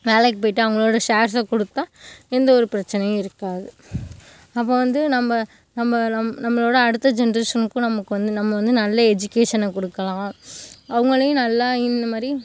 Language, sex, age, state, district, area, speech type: Tamil, female, 18-30, Tamil Nadu, Mayiladuthurai, rural, spontaneous